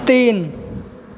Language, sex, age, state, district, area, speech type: Maithili, male, 18-30, Bihar, Purnia, urban, read